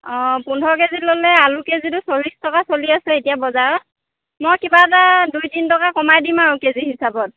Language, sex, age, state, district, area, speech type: Assamese, female, 30-45, Assam, Morigaon, rural, conversation